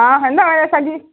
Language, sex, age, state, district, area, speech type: Malayalam, female, 45-60, Kerala, Pathanamthitta, urban, conversation